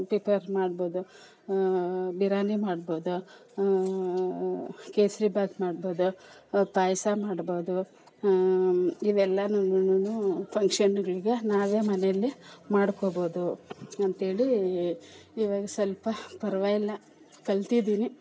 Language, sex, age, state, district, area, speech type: Kannada, female, 45-60, Karnataka, Kolar, rural, spontaneous